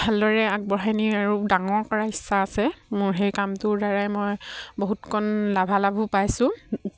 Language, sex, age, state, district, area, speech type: Assamese, female, 18-30, Assam, Sivasagar, rural, spontaneous